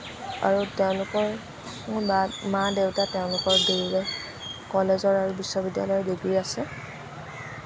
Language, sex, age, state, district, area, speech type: Assamese, female, 18-30, Assam, Jorhat, rural, spontaneous